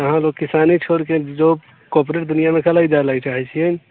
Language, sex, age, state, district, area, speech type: Maithili, male, 30-45, Bihar, Sitamarhi, rural, conversation